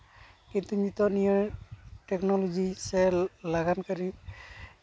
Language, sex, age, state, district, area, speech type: Santali, male, 18-30, West Bengal, Uttar Dinajpur, rural, spontaneous